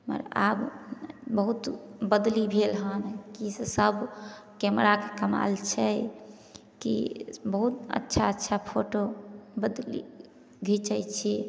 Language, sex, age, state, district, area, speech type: Maithili, female, 30-45, Bihar, Samastipur, urban, spontaneous